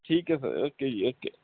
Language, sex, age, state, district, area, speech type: Punjabi, male, 30-45, Punjab, Bathinda, urban, conversation